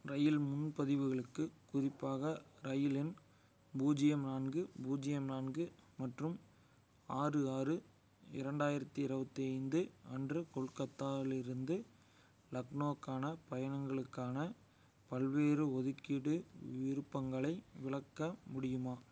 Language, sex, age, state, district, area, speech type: Tamil, male, 18-30, Tamil Nadu, Madurai, rural, read